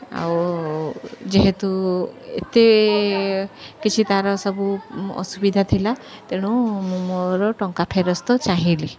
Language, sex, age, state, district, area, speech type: Odia, female, 30-45, Odisha, Sundergarh, urban, spontaneous